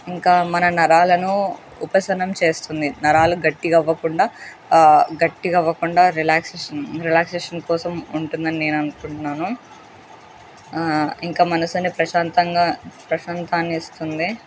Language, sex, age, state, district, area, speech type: Telugu, female, 18-30, Telangana, Mahbubnagar, urban, spontaneous